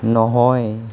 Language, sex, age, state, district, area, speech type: Assamese, male, 30-45, Assam, Nalbari, urban, read